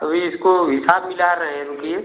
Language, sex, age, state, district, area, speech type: Hindi, male, 18-30, Uttar Pradesh, Ghazipur, rural, conversation